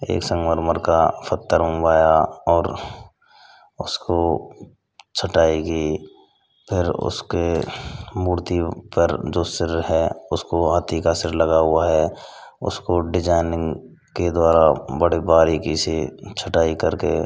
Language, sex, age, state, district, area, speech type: Hindi, male, 18-30, Rajasthan, Bharatpur, rural, spontaneous